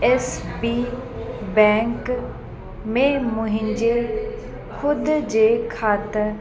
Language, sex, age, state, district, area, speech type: Sindhi, female, 30-45, Uttar Pradesh, Lucknow, urban, read